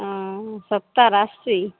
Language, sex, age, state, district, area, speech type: Maithili, female, 30-45, Bihar, Begusarai, rural, conversation